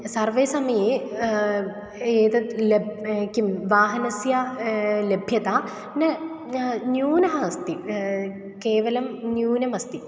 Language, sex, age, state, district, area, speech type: Sanskrit, female, 18-30, Kerala, Kozhikode, urban, spontaneous